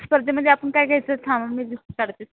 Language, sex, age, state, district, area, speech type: Marathi, female, 18-30, Maharashtra, Satara, rural, conversation